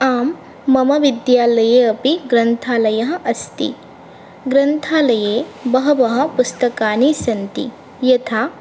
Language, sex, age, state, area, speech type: Sanskrit, female, 18-30, Assam, rural, spontaneous